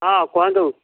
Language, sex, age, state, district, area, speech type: Odia, male, 45-60, Odisha, Angul, rural, conversation